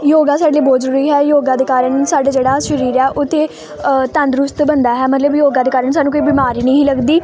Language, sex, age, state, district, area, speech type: Punjabi, female, 18-30, Punjab, Hoshiarpur, rural, spontaneous